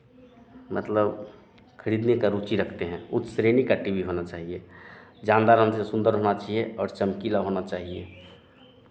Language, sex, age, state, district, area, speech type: Hindi, male, 30-45, Bihar, Madhepura, rural, spontaneous